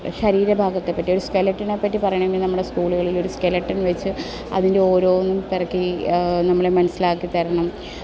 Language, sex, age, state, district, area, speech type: Malayalam, female, 30-45, Kerala, Alappuzha, urban, spontaneous